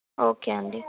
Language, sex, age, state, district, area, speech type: Telugu, female, 18-30, Telangana, Mancherial, rural, conversation